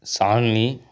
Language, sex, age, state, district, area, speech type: Tamil, male, 30-45, Tamil Nadu, Tiruchirappalli, rural, spontaneous